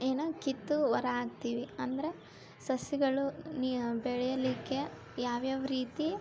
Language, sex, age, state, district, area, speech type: Kannada, female, 18-30, Karnataka, Koppal, rural, spontaneous